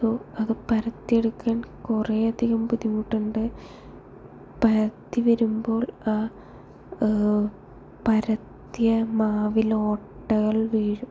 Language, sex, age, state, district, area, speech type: Malayalam, female, 18-30, Kerala, Thrissur, urban, spontaneous